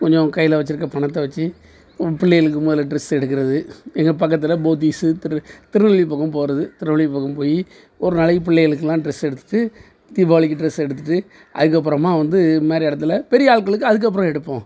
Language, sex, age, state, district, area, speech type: Tamil, male, 45-60, Tamil Nadu, Thoothukudi, rural, spontaneous